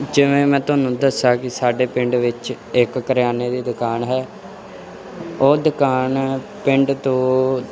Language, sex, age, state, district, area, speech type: Punjabi, male, 18-30, Punjab, Firozpur, rural, spontaneous